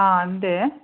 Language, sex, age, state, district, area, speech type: Malayalam, female, 45-60, Kerala, Kannur, rural, conversation